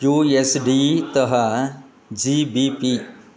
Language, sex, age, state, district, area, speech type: Sanskrit, male, 60+, Telangana, Hyderabad, urban, read